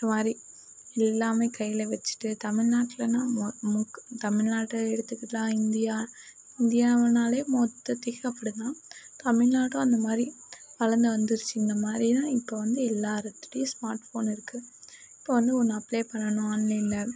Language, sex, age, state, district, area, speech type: Tamil, female, 30-45, Tamil Nadu, Mayiladuthurai, urban, spontaneous